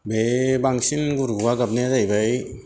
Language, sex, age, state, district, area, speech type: Bodo, male, 45-60, Assam, Kokrajhar, rural, spontaneous